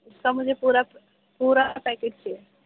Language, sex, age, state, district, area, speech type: Urdu, female, 18-30, Uttar Pradesh, Gautam Buddha Nagar, urban, conversation